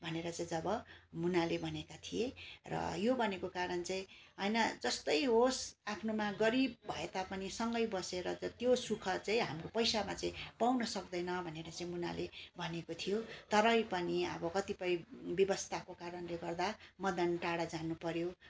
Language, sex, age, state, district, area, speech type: Nepali, female, 45-60, West Bengal, Darjeeling, rural, spontaneous